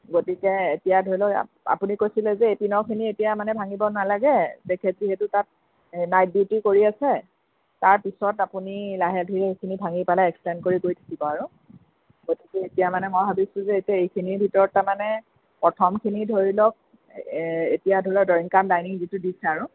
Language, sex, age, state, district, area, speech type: Assamese, female, 45-60, Assam, Sonitpur, urban, conversation